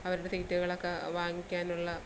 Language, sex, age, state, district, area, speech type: Malayalam, female, 45-60, Kerala, Alappuzha, rural, spontaneous